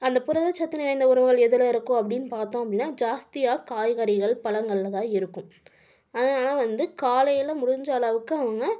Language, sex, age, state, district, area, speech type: Tamil, female, 18-30, Tamil Nadu, Tiruppur, urban, spontaneous